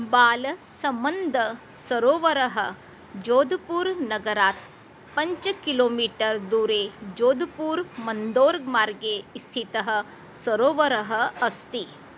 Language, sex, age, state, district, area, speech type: Sanskrit, female, 45-60, Maharashtra, Nagpur, urban, read